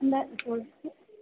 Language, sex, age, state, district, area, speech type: Tamil, female, 18-30, Tamil Nadu, Karur, rural, conversation